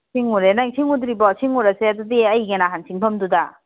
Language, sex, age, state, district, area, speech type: Manipuri, female, 45-60, Manipur, Kakching, rural, conversation